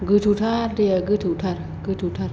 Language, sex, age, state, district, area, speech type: Bodo, female, 60+, Assam, Chirang, rural, spontaneous